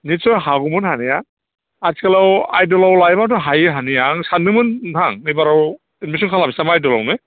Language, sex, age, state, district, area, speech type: Bodo, male, 45-60, Assam, Chirang, urban, conversation